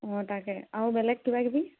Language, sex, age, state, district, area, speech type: Assamese, female, 18-30, Assam, Dibrugarh, rural, conversation